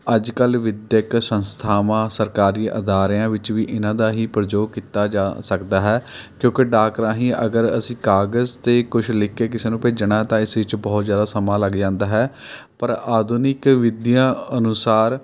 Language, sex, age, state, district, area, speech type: Punjabi, male, 30-45, Punjab, Mohali, urban, spontaneous